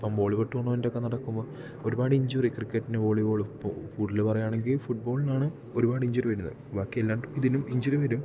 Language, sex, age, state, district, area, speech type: Malayalam, male, 18-30, Kerala, Idukki, rural, spontaneous